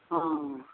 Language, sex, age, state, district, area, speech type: Odia, female, 60+, Odisha, Gajapati, rural, conversation